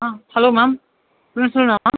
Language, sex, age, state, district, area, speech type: Tamil, male, 18-30, Tamil Nadu, Sivaganga, rural, conversation